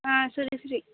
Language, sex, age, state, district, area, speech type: Kannada, female, 18-30, Karnataka, Mysore, urban, conversation